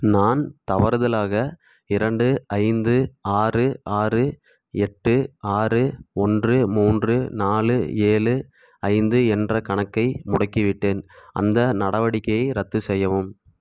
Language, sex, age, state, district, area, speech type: Tamil, male, 18-30, Tamil Nadu, Erode, rural, read